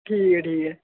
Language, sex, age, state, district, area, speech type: Dogri, male, 18-30, Jammu and Kashmir, Udhampur, rural, conversation